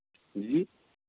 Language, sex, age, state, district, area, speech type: Hindi, male, 18-30, Uttar Pradesh, Azamgarh, rural, conversation